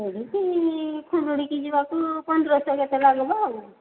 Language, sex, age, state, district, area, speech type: Odia, female, 45-60, Odisha, Angul, rural, conversation